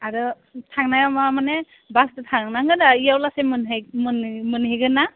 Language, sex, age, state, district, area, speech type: Bodo, female, 18-30, Assam, Udalguri, urban, conversation